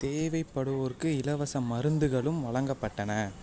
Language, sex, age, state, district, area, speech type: Tamil, male, 18-30, Tamil Nadu, Pudukkottai, rural, read